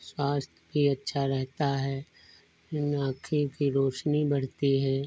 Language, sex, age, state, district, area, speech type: Hindi, male, 45-60, Uttar Pradesh, Lucknow, rural, spontaneous